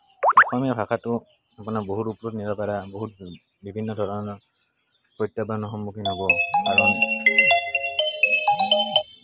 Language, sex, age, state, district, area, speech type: Assamese, male, 18-30, Assam, Barpeta, rural, spontaneous